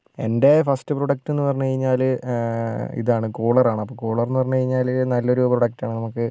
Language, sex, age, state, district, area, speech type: Malayalam, male, 18-30, Kerala, Wayanad, rural, spontaneous